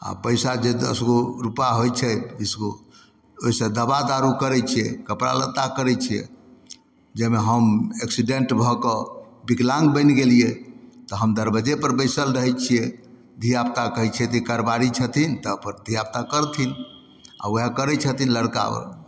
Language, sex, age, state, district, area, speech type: Maithili, male, 60+, Bihar, Samastipur, rural, spontaneous